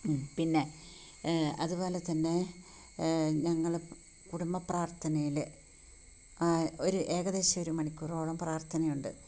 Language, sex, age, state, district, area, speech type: Malayalam, female, 60+, Kerala, Kollam, rural, spontaneous